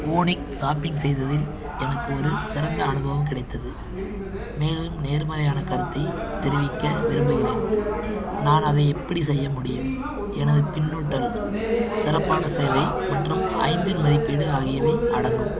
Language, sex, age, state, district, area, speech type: Tamil, male, 18-30, Tamil Nadu, Madurai, rural, read